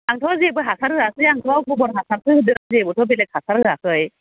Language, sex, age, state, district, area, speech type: Bodo, female, 45-60, Assam, Udalguri, rural, conversation